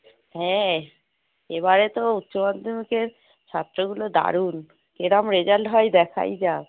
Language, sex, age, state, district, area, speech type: Bengali, female, 45-60, West Bengal, Hooghly, rural, conversation